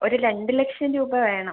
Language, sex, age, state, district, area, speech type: Malayalam, female, 18-30, Kerala, Wayanad, rural, conversation